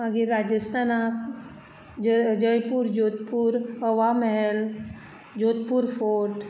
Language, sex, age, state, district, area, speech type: Goan Konkani, female, 45-60, Goa, Bardez, urban, spontaneous